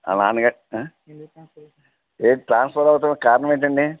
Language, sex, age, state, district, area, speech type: Telugu, male, 60+, Andhra Pradesh, Eluru, rural, conversation